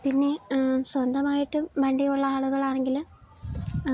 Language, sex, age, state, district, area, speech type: Malayalam, female, 18-30, Kerala, Idukki, rural, spontaneous